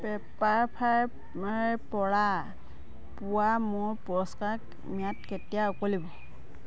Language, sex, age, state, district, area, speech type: Assamese, female, 30-45, Assam, Dhemaji, rural, read